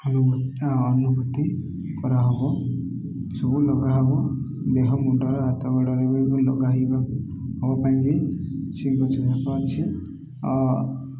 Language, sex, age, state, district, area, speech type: Odia, male, 30-45, Odisha, Koraput, urban, spontaneous